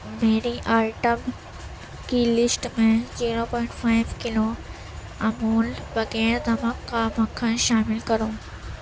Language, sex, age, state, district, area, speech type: Urdu, female, 18-30, Uttar Pradesh, Gautam Buddha Nagar, rural, read